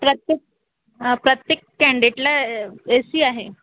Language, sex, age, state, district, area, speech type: Marathi, female, 18-30, Maharashtra, Wardha, rural, conversation